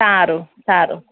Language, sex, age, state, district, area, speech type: Gujarati, female, 30-45, Gujarat, Ahmedabad, urban, conversation